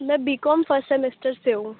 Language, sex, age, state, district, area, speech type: Urdu, female, 18-30, Uttar Pradesh, Aligarh, urban, conversation